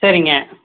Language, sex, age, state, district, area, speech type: Tamil, male, 30-45, Tamil Nadu, Namakkal, rural, conversation